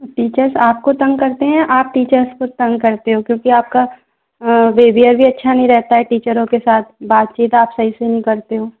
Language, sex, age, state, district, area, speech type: Hindi, female, 18-30, Madhya Pradesh, Gwalior, rural, conversation